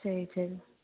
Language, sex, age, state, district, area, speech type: Tamil, female, 18-30, Tamil Nadu, Thanjavur, rural, conversation